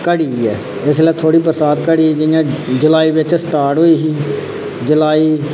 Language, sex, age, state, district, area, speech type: Dogri, male, 30-45, Jammu and Kashmir, Reasi, rural, spontaneous